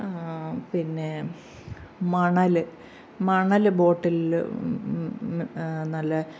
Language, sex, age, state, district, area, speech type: Malayalam, female, 45-60, Kerala, Pathanamthitta, rural, spontaneous